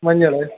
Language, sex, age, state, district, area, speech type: Malayalam, male, 18-30, Kerala, Kasaragod, rural, conversation